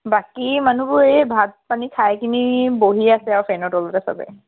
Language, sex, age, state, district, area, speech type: Assamese, female, 30-45, Assam, Tinsukia, urban, conversation